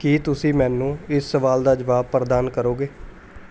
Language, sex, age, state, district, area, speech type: Punjabi, male, 18-30, Punjab, Mohali, urban, read